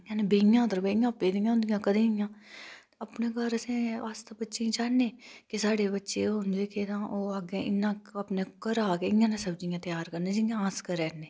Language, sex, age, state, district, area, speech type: Dogri, female, 30-45, Jammu and Kashmir, Udhampur, rural, spontaneous